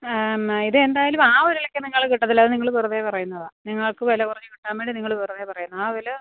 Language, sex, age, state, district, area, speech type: Malayalam, female, 30-45, Kerala, Alappuzha, rural, conversation